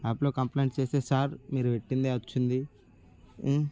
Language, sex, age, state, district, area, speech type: Telugu, male, 18-30, Telangana, Nirmal, rural, spontaneous